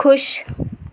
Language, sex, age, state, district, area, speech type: Dogri, female, 18-30, Jammu and Kashmir, Reasi, rural, read